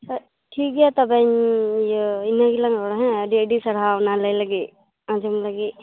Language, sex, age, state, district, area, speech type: Santali, female, 18-30, West Bengal, Purba Bardhaman, rural, conversation